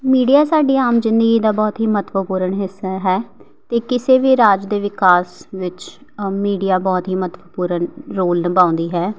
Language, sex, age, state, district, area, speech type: Punjabi, female, 18-30, Punjab, Patiala, urban, spontaneous